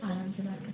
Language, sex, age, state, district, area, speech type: Hindi, female, 30-45, Madhya Pradesh, Bhopal, urban, conversation